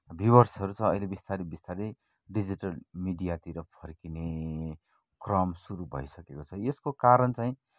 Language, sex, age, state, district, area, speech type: Nepali, male, 45-60, West Bengal, Kalimpong, rural, spontaneous